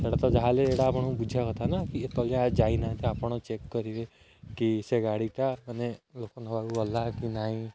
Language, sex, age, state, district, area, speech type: Odia, male, 18-30, Odisha, Jagatsinghpur, rural, spontaneous